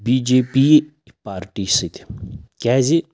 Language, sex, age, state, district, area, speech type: Kashmiri, male, 30-45, Jammu and Kashmir, Pulwama, urban, spontaneous